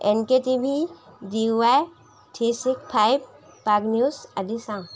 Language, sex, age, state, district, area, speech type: Assamese, female, 45-60, Assam, Jorhat, urban, spontaneous